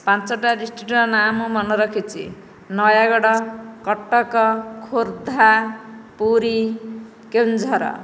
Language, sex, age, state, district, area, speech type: Odia, female, 45-60, Odisha, Nayagarh, rural, spontaneous